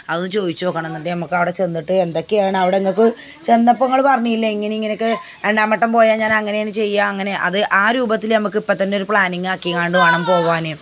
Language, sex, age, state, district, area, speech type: Malayalam, female, 45-60, Kerala, Malappuram, rural, spontaneous